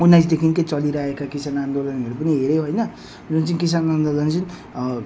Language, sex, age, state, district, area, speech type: Nepali, male, 30-45, West Bengal, Jalpaiguri, urban, spontaneous